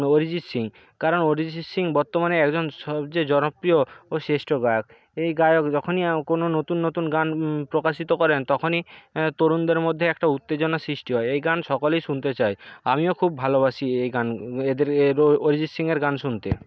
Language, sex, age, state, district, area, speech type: Bengali, male, 60+, West Bengal, Nadia, rural, spontaneous